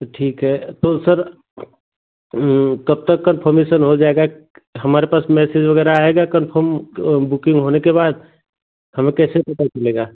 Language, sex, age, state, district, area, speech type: Hindi, male, 30-45, Uttar Pradesh, Ghazipur, rural, conversation